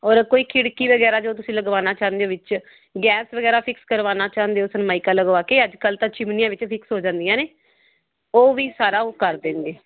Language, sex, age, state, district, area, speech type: Punjabi, female, 45-60, Punjab, Fazilka, rural, conversation